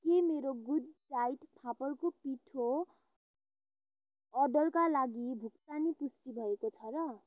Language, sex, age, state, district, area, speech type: Nepali, female, 18-30, West Bengal, Kalimpong, rural, read